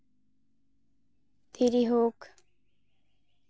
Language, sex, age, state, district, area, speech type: Santali, female, 18-30, West Bengal, Jhargram, rural, spontaneous